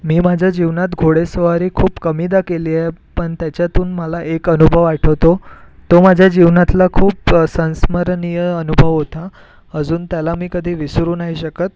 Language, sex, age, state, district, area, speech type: Marathi, male, 18-30, Maharashtra, Nagpur, urban, spontaneous